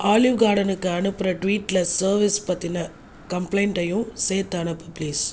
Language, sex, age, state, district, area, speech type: Tamil, female, 30-45, Tamil Nadu, Viluppuram, urban, read